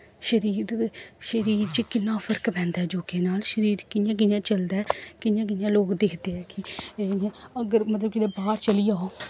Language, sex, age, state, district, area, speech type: Dogri, female, 18-30, Jammu and Kashmir, Samba, rural, spontaneous